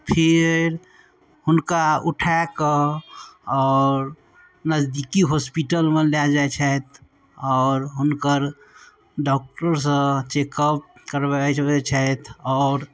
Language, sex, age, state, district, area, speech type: Maithili, male, 30-45, Bihar, Darbhanga, rural, spontaneous